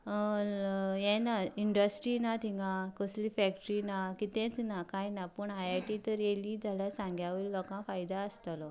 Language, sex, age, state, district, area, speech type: Goan Konkani, female, 18-30, Goa, Canacona, rural, spontaneous